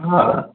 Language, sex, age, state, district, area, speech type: Sindhi, male, 60+, Maharashtra, Thane, urban, conversation